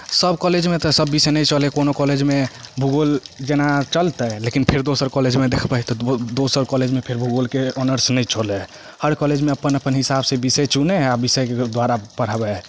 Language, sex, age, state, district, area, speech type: Maithili, male, 18-30, Bihar, Samastipur, rural, spontaneous